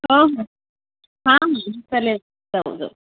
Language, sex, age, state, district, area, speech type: Marathi, female, 30-45, Maharashtra, Buldhana, urban, conversation